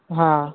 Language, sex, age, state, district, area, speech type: Sindhi, male, 18-30, Delhi, South Delhi, urban, conversation